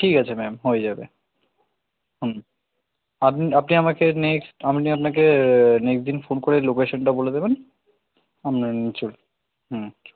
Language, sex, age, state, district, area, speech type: Bengali, male, 18-30, West Bengal, Kolkata, urban, conversation